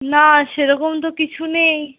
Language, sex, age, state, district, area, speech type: Bengali, female, 60+, West Bengal, Purulia, rural, conversation